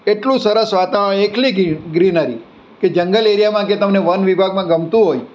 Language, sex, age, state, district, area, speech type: Gujarati, male, 60+, Gujarat, Surat, urban, spontaneous